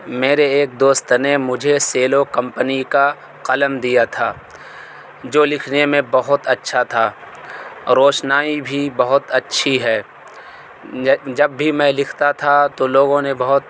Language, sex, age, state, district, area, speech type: Urdu, male, 18-30, Delhi, South Delhi, urban, spontaneous